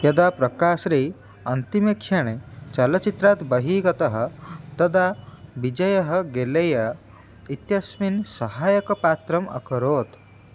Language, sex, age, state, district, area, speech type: Sanskrit, male, 18-30, Odisha, Puri, urban, read